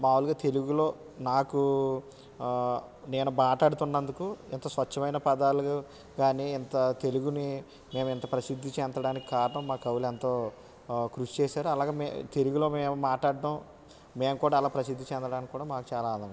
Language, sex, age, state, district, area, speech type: Telugu, male, 30-45, Andhra Pradesh, West Godavari, rural, spontaneous